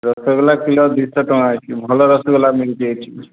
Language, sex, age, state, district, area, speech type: Odia, male, 30-45, Odisha, Boudh, rural, conversation